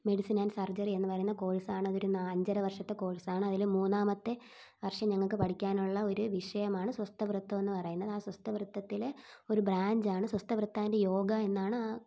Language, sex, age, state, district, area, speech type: Malayalam, female, 18-30, Kerala, Thiruvananthapuram, rural, spontaneous